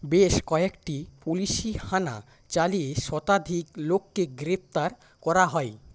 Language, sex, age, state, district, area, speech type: Bengali, male, 30-45, West Bengal, Paschim Medinipur, rural, read